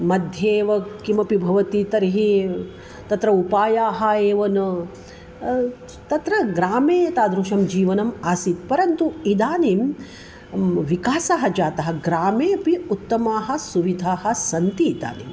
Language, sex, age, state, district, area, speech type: Sanskrit, female, 45-60, Maharashtra, Nagpur, urban, spontaneous